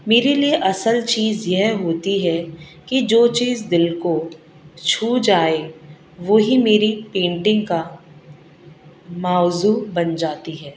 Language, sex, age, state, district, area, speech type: Urdu, female, 30-45, Delhi, South Delhi, urban, spontaneous